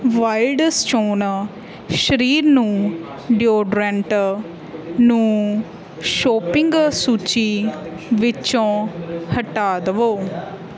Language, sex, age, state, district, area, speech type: Punjabi, female, 18-30, Punjab, Mansa, rural, read